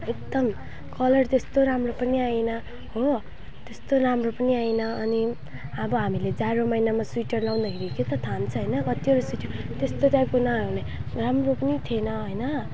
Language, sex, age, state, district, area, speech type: Nepali, female, 18-30, West Bengal, Alipurduar, rural, spontaneous